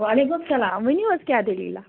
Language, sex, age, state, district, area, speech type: Kashmiri, female, 30-45, Jammu and Kashmir, Anantnag, rural, conversation